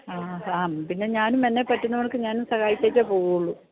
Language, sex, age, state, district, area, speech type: Malayalam, female, 45-60, Kerala, Idukki, rural, conversation